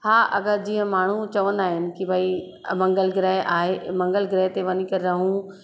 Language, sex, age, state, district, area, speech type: Sindhi, female, 30-45, Madhya Pradesh, Katni, urban, spontaneous